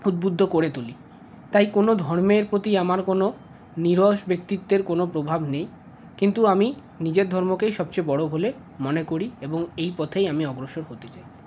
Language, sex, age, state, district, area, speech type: Bengali, male, 45-60, West Bengal, Paschim Bardhaman, urban, spontaneous